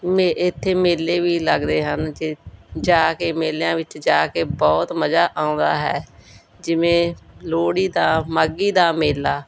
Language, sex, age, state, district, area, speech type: Punjabi, female, 45-60, Punjab, Bathinda, rural, spontaneous